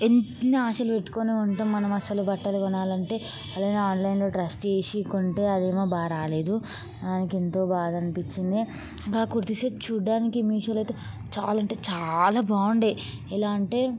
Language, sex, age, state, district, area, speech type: Telugu, female, 18-30, Telangana, Hyderabad, urban, spontaneous